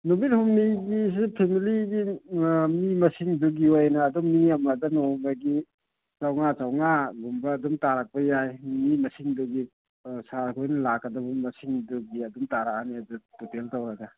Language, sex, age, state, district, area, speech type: Manipuri, male, 45-60, Manipur, Churachandpur, rural, conversation